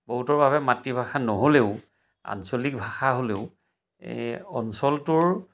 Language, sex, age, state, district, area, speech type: Assamese, male, 60+, Assam, Majuli, urban, spontaneous